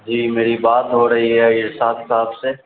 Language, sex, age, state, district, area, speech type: Urdu, male, 18-30, Bihar, Darbhanga, rural, conversation